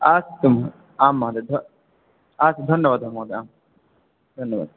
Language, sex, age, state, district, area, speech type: Sanskrit, male, 18-30, West Bengal, South 24 Parganas, rural, conversation